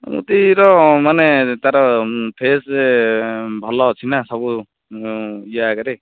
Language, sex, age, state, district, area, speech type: Odia, male, 18-30, Odisha, Jagatsinghpur, urban, conversation